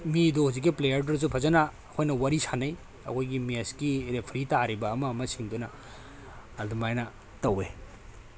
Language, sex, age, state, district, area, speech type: Manipuri, male, 30-45, Manipur, Tengnoupal, rural, spontaneous